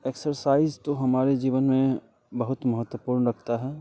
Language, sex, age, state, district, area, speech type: Hindi, male, 30-45, Bihar, Muzaffarpur, rural, spontaneous